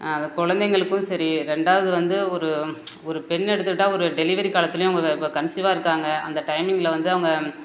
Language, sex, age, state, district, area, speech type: Tamil, female, 30-45, Tamil Nadu, Perambalur, rural, spontaneous